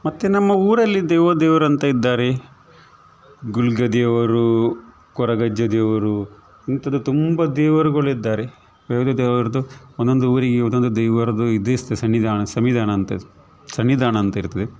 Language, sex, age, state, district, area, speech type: Kannada, male, 45-60, Karnataka, Udupi, rural, spontaneous